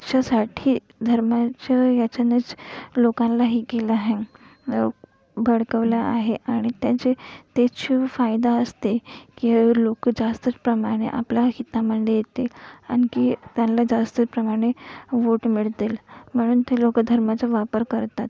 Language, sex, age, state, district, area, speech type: Marathi, female, 45-60, Maharashtra, Nagpur, urban, spontaneous